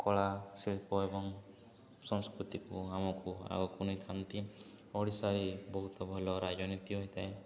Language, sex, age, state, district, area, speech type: Odia, male, 18-30, Odisha, Subarnapur, urban, spontaneous